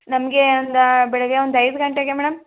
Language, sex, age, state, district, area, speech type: Kannada, female, 30-45, Karnataka, Mandya, rural, conversation